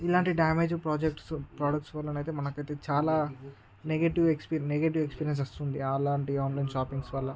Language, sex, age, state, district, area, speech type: Telugu, male, 18-30, Andhra Pradesh, Srikakulam, urban, spontaneous